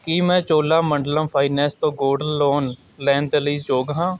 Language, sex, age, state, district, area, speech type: Punjabi, male, 18-30, Punjab, Shaheed Bhagat Singh Nagar, rural, read